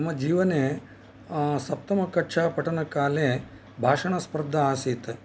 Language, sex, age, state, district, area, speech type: Sanskrit, male, 60+, Karnataka, Bellary, urban, spontaneous